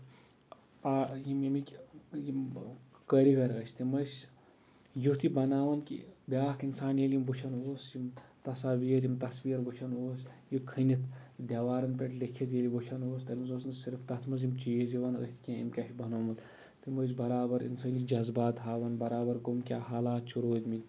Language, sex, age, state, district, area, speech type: Kashmiri, male, 30-45, Jammu and Kashmir, Shopian, rural, spontaneous